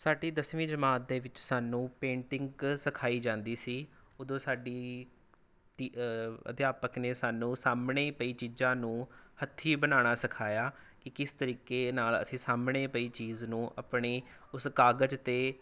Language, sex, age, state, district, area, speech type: Punjabi, male, 18-30, Punjab, Rupnagar, rural, spontaneous